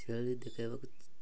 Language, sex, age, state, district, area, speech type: Odia, male, 18-30, Odisha, Nabarangpur, urban, spontaneous